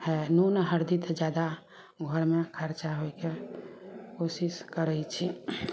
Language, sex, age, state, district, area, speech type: Maithili, female, 30-45, Bihar, Samastipur, urban, spontaneous